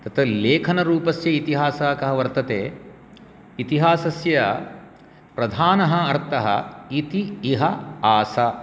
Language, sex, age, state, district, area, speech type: Sanskrit, male, 60+, Karnataka, Shimoga, urban, spontaneous